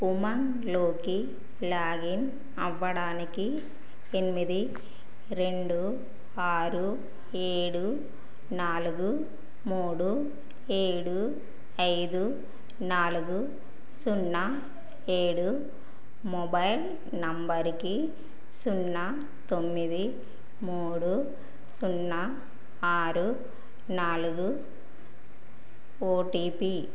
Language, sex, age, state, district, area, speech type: Telugu, female, 30-45, Telangana, Karimnagar, rural, read